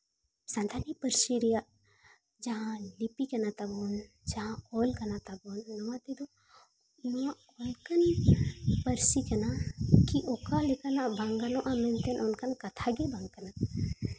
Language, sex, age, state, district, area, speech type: Santali, female, 30-45, Jharkhand, Seraikela Kharsawan, rural, spontaneous